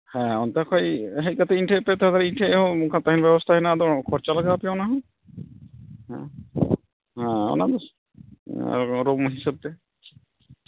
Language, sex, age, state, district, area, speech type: Santali, male, 45-60, West Bengal, Uttar Dinajpur, rural, conversation